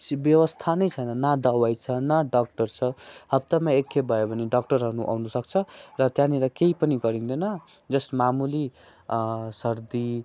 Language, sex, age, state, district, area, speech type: Nepali, male, 18-30, West Bengal, Darjeeling, rural, spontaneous